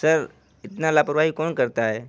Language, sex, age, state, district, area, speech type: Urdu, male, 18-30, Uttar Pradesh, Siddharthnagar, rural, spontaneous